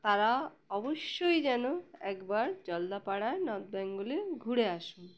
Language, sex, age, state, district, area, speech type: Bengali, female, 30-45, West Bengal, Birbhum, urban, spontaneous